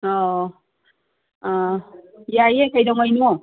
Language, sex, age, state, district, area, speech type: Manipuri, female, 60+, Manipur, Imphal East, rural, conversation